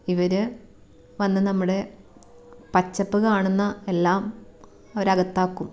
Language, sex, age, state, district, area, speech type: Malayalam, female, 30-45, Kerala, Thrissur, rural, spontaneous